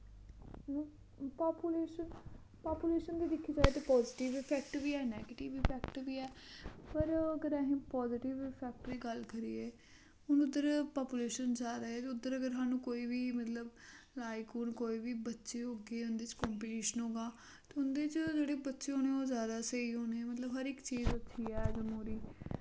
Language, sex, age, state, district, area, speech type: Dogri, female, 30-45, Jammu and Kashmir, Kathua, rural, spontaneous